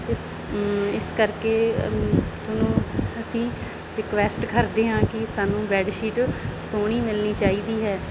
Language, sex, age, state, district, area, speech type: Punjabi, female, 30-45, Punjab, Bathinda, rural, spontaneous